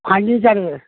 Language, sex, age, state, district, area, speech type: Bengali, female, 60+, West Bengal, Darjeeling, rural, conversation